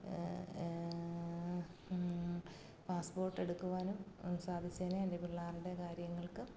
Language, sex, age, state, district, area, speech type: Malayalam, female, 45-60, Kerala, Alappuzha, rural, spontaneous